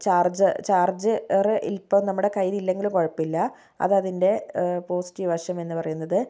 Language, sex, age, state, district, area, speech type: Malayalam, female, 18-30, Kerala, Kozhikode, urban, spontaneous